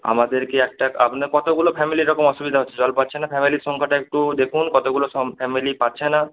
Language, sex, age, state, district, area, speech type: Bengali, male, 18-30, West Bengal, Purba Medinipur, rural, conversation